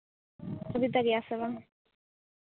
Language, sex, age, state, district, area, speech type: Santali, female, 30-45, Jharkhand, Seraikela Kharsawan, rural, conversation